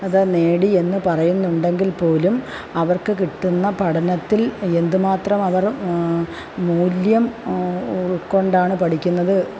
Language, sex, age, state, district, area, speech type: Malayalam, female, 45-60, Kerala, Kollam, rural, spontaneous